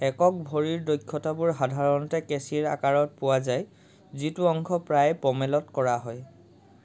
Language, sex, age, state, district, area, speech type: Assamese, male, 30-45, Assam, Sivasagar, rural, read